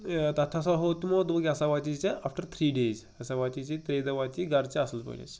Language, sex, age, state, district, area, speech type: Kashmiri, male, 30-45, Jammu and Kashmir, Pulwama, rural, spontaneous